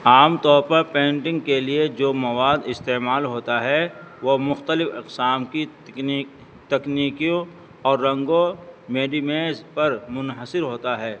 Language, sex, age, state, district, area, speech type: Urdu, male, 60+, Delhi, North East Delhi, urban, spontaneous